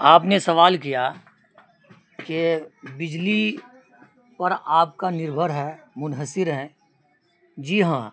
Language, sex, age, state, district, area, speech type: Urdu, male, 45-60, Bihar, Araria, rural, spontaneous